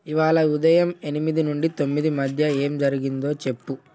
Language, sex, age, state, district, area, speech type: Telugu, male, 18-30, Telangana, Mancherial, rural, read